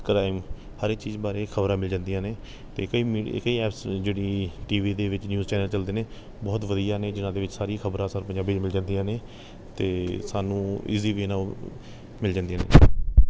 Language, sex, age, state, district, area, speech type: Punjabi, male, 30-45, Punjab, Kapurthala, urban, spontaneous